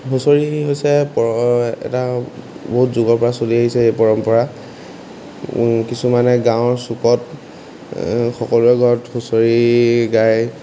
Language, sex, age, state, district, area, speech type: Assamese, male, 18-30, Assam, Jorhat, urban, spontaneous